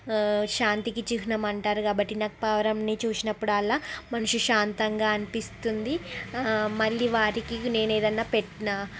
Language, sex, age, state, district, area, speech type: Telugu, female, 30-45, Andhra Pradesh, Srikakulam, urban, spontaneous